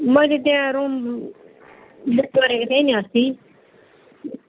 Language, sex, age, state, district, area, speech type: Nepali, female, 45-60, West Bengal, Darjeeling, rural, conversation